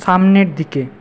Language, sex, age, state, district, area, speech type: Bengali, male, 30-45, West Bengal, Paschim Bardhaman, urban, read